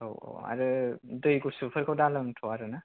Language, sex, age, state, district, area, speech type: Bodo, male, 18-30, Assam, Kokrajhar, rural, conversation